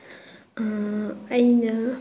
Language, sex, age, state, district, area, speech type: Manipuri, female, 30-45, Manipur, Chandel, rural, spontaneous